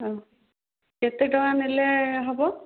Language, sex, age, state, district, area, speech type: Odia, female, 60+, Odisha, Jharsuguda, rural, conversation